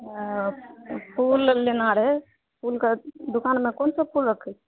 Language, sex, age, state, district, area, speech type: Maithili, female, 60+, Bihar, Purnia, rural, conversation